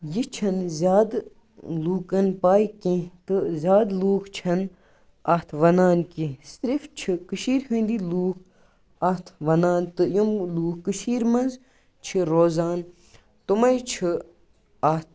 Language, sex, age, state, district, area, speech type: Kashmiri, female, 18-30, Jammu and Kashmir, Kupwara, rural, spontaneous